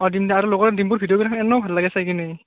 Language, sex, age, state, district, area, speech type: Assamese, male, 18-30, Assam, Barpeta, rural, conversation